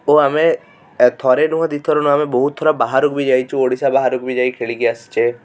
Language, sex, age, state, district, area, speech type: Odia, male, 18-30, Odisha, Cuttack, urban, spontaneous